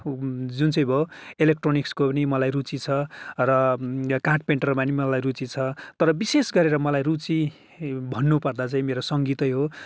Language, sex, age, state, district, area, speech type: Nepali, male, 45-60, West Bengal, Kalimpong, rural, spontaneous